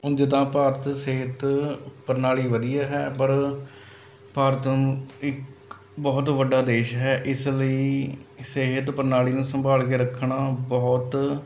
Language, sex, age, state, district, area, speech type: Punjabi, male, 30-45, Punjab, Mohali, urban, spontaneous